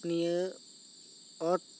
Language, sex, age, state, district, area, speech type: Santali, male, 18-30, West Bengal, Bankura, rural, spontaneous